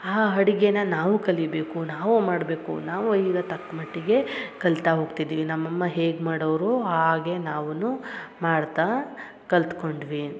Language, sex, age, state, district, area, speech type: Kannada, female, 30-45, Karnataka, Hassan, rural, spontaneous